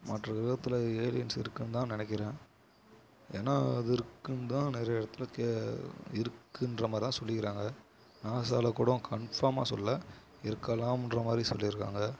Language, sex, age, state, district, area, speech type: Tamil, male, 18-30, Tamil Nadu, Kallakurichi, rural, spontaneous